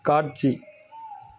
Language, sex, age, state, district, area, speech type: Tamil, male, 18-30, Tamil Nadu, Thoothukudi, rural, read